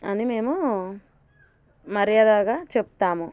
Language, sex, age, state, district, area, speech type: Telugu, female, 30-45, Telangana, Warangal, rural, spontaneous